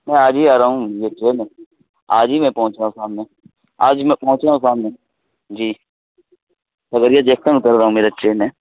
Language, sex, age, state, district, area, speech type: Urdu, male, 30-45, Bihar, Khagaria, rural, conversation